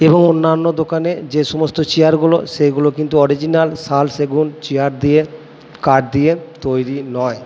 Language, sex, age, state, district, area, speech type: Bengali, male, 60+, West Bengal, Purba Bardhaman, urban, spontaneous